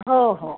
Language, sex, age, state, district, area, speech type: Marathi, female, 18-30, Maharashtra, Yavatmal, urban, conversation